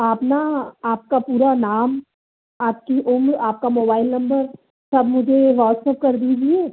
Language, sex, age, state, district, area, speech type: Hindi, male, 30-45, Madhya Pradesh, Bhopal, urban, conversation